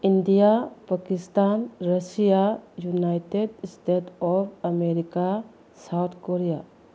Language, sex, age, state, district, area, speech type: Manipuri, female, 30-45, Manipur, Bishnupur, rural, spontaneous